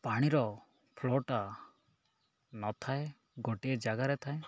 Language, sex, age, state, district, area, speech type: Odia, male, 18-30, Odisha, Koraput, urban, spontaneous